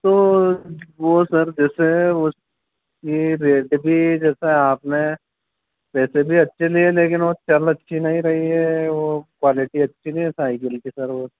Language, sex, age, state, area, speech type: Hindi, male, 30-45, Madhya Pradesh, rural, conversation